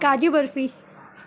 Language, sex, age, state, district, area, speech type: Urdu, female, 18-30, Bihar, Gaya, urban, spontaneous